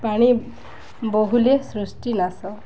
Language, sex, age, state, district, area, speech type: Odia, female, 18-30, Odisha, Balangir, urban, spontaneous